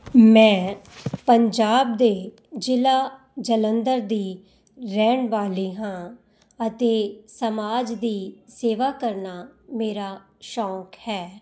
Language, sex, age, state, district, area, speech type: Punjabi, female, 45-60, Punjab, Jalandhar, urban, spontaneous